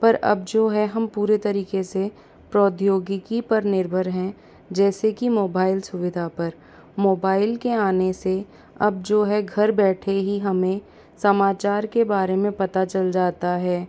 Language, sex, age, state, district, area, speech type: Hindi, female, 45-60, Rajasthan, Jaipur, urban, spontaneous